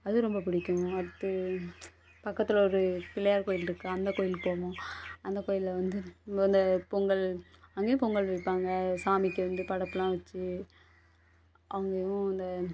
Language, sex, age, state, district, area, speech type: Tamil, female, 18-30, Tamil Nadu, Thoothukudi, urban, spontaneous